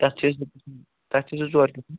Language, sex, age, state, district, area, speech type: Kashmiri, male, 18-30, Jammu and Kashmir, Pulwama, rural, conversation